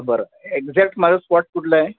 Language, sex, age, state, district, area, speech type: Marathi, male, 45-60, Maharashtra, Thane, rural, conversation